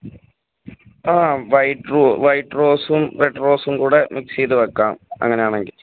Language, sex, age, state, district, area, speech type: Malayalam, male, 18-30, Kerala, Kottayam, rural, conversation